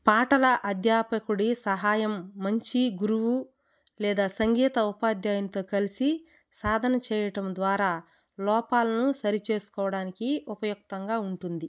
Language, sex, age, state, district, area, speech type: Telugu, female, 30-45, Andhra Pradesh, Kadapa, rural, spontaneous